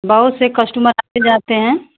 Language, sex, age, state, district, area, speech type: Hindi, female, 45-60, Uttar Pradesh, Mau, rural, conversation